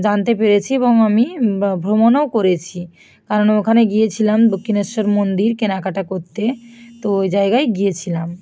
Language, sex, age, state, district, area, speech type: Bengali, female, 45-60, West Bengal, Bankura, urban, spontaneous